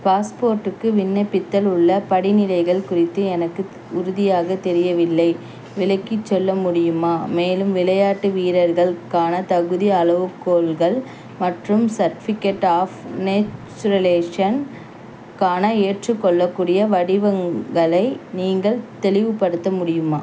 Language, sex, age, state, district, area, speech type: Tamil, female, 30-45, Tamil Nadu, Chengalpattu, urban, read